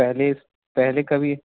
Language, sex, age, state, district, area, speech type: Hindi, male, 30-45, Madhya Pradesh, Jabalpur, urban, conversation